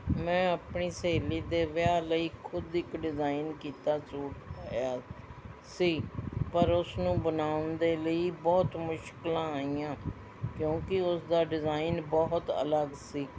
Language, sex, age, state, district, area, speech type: Punjabi, female, 60+, Punjab, Mohali, urban, spontaneous